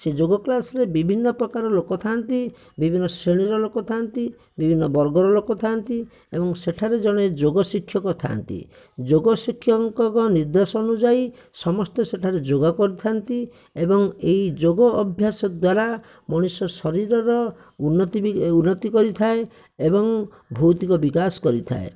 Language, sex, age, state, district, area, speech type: Odia, male, 60+, Odisha, Bhadrak, rural, spontaneous